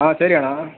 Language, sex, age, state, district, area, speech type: Kannada, male, 18-30, Karnataka, Chamarajanagar, rural, conversation